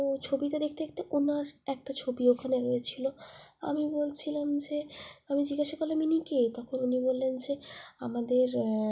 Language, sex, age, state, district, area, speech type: Bengali, female, 45-60, West Bengal, Purulia, urban, spontaneous